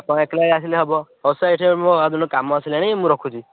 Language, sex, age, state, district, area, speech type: Odia, male, 18-30, Odisha, Ganjam, rural, conversation